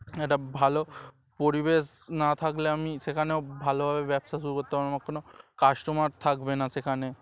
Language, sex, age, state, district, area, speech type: Bengali, male, 18-30, West Bengal, Dakshin Dinajpur, urban, spontaneous